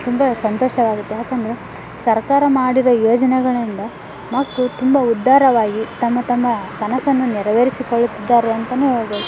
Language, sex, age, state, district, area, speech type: Kannada, female, 18-30, Karnataka, Koppal, rural, spontaneous